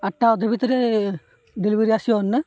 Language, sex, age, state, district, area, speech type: Odia, male, 18-30, Odisha, Ganjam, urban, spontaneous